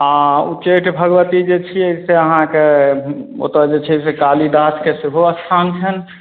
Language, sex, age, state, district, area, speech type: Maithili, male, 45-60, Bihar, Madhubani, rural, conversation